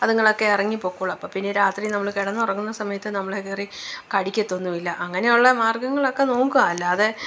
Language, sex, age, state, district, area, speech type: Malayalam, female, 45-60, Kerala, Pathanamthitta, urban, spontaneous